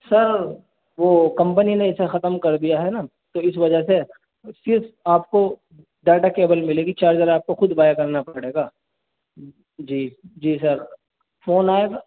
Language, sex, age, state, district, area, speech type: Urdu, male, 18-30, Uttar Pradesh, Saharanpur, urban, conversation